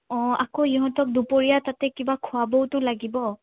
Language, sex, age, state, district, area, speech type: Assamese, female, 30-45, Assam, Sonitpur, rural, conversation